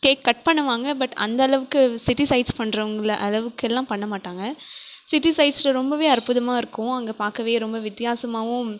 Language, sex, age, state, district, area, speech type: Tamil, female, 18-30, Tamil Nadu, Krishnagiri, rural, spontaneous